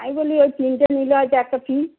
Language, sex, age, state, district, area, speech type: Bengali, female, 60+, West Bengal, Darjeeling, rural, conversation